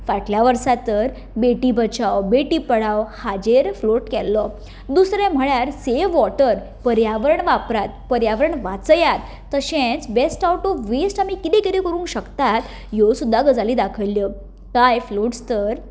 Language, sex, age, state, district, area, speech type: Goan Konkani, female, 30-45, Goa, Ponda, rural, spontaneous